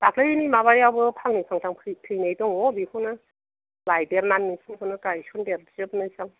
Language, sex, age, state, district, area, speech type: Bodo, female, 60+, Assam, Chirang, rural, conversation